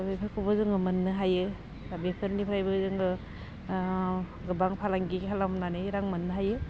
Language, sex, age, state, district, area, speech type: Bodo, female, 45-60, Assam, Baksa, rural, spontaneous